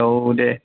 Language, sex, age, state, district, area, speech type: Bodo, male, 18-30, Assam, Kokrajhar, rural, conversation